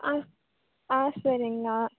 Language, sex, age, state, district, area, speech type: Tamil, female, 18-30, Tamil Nadu, Tiruvarur, urban, conversation